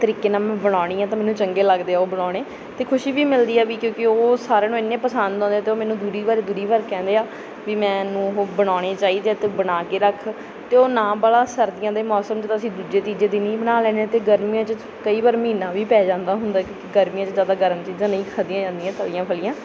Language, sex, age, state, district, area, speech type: Punjabi, female, 18-30, Punjab, Bathinda, rural, spontaneous